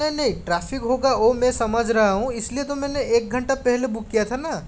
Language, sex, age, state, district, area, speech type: Hindi, male, 30-45, Rajasthan, Jaipur, urban, spontaneous